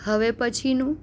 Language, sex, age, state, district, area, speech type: Gujarati, female, 18-30, Gujarat, Surat, rural, read